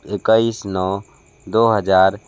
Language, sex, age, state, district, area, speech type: Hindi, male, 60+, Uttar Pradesh, Sonbhadra, rural, spontaneous